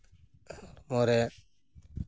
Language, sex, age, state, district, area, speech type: Santali, male, 30-45, West Bengal, Purulia, rural, spontaneous